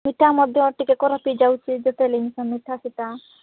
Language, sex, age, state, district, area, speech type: Odia, female, 18-30, Odisha, Nabarangpur, urban, conversation